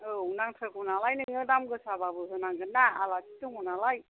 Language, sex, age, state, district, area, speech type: Bodo, female, 60+, Assam, Kokrajhar, rural, conversation